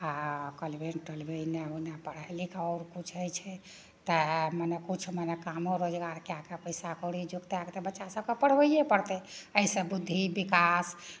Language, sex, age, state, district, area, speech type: Maithili, female, 60+, Bihar, Madhepura, rural, spontaneous